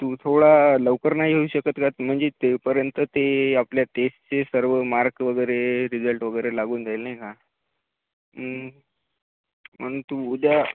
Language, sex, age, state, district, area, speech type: Marathi, male, 18-30, Maharashtra, Gadchiroli, rural, conversation